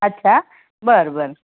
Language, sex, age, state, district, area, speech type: Marathi, female, 45-60, Maharashtra, Osmanabad, rural, conversation